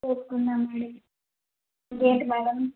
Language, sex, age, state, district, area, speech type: Telugu, female, 30-45, Andhra Pradesh, Kadapa, rural, conversation